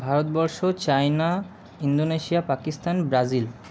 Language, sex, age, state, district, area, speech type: Bengali, male, 30-45, West Bengal, Paschim Bardhaman, urban, spontaneous